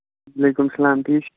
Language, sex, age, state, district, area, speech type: Kashmiri, male, 18-30, Jammu and Kashmir, Baramulla, rural, conversation